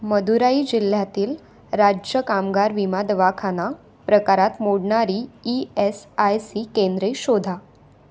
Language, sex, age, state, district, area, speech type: Marathi, female, 18-30, Maharashtra, Raigad, rural, read